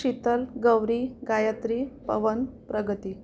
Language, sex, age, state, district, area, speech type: Marathi, female, 45-60, Maharashtra, Amravati, urban, spontaneous